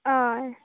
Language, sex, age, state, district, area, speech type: Goan Konkani, female, 18-30, Goa, Canacona, rural, conversation